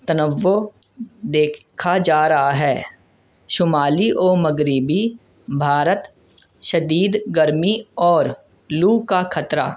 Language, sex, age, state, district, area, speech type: Urdu, male, 18-30, Delhi, North East Delhi, urban, spontaneous